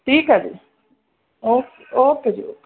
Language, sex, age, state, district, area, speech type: Punjabi, female, 30-45, Punjab, Pathankot, rural, conversation